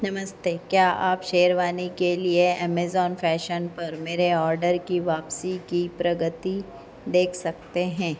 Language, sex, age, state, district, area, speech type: Hindi, female, 45-60, Madhya Pradesh, Harda, urban, read